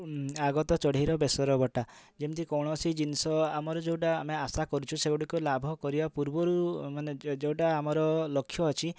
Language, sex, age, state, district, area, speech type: Odia, male, 30-45, Odisha, Mayurbhanj, rural, spontaneous